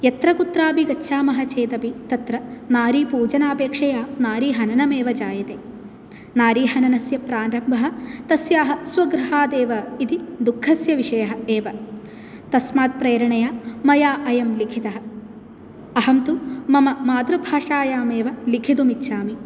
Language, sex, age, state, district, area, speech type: Sanskrit, female, 18-30, Kerala, Palakkad, rural, spontaneous